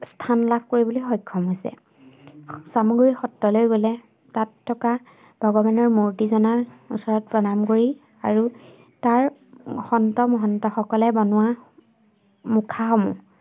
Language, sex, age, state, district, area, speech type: Assamese, female, 18-30, Assam, Majuli, urban, spontaneous